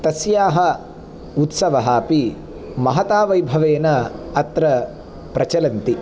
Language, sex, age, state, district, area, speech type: Sanskrit, male, 18-30, Andhra Pradesh, Palnadu, rural, spontaneous